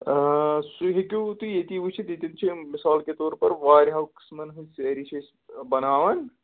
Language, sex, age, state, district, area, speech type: Kashmiri, male, 30-45, Jammu and Kashmir, Anantnag, rural, conversation